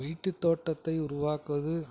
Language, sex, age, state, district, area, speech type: Tamil, male, 45-60, Tamil Nadu, Krishnagiri, rural, spontaneous